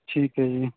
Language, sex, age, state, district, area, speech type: Punjabi, male, 30-45, Punjab, Mansa, urban, conversation